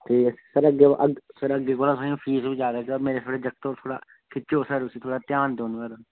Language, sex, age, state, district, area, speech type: Dogri, male, 18-30, Jammu and Kashmir, Udhampur, rural, conversation